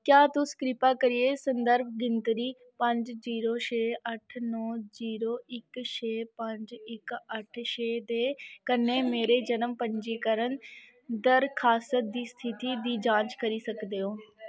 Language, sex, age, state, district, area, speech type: Dogri, female, 18-30, Jammu and Kashmir, Kathua, rural, read